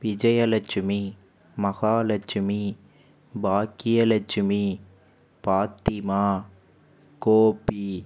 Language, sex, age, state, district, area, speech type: Tamil, male, 18-30, Tamil Nadu, Pudukkottai, rural, spontaneous